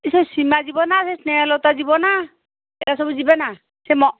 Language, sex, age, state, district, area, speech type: Odia, female, 45-60, Odisha, Angul, rural, conversation